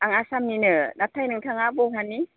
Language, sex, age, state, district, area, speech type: Bodo, female, 30-45, Assam, Baksa, rural, conversation